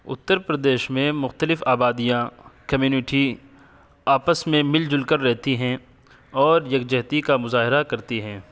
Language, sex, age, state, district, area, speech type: Urdu, male, 18-30, Uttar Pradesh, Saharanpur, urban, spontaneous